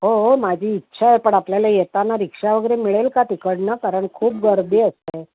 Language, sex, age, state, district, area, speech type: Marathi, female, 60+, Maharashtra, Thane, urban, conversation